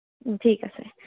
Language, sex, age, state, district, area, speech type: Assamese, female, 18-30, Assam, Jorhat, urban, conversation